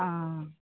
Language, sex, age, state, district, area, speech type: Assamese, female, 45-60, Assam, Sivasagar, rural, conversation